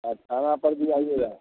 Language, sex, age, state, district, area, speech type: Hindi, male, 60+, Bihar, Samastipur, urban, conversation